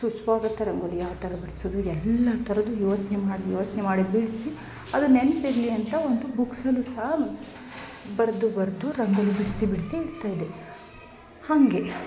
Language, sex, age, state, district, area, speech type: Kannada, female, 30-45, Karnataka, Chikkamagaluru, rural, spontaneous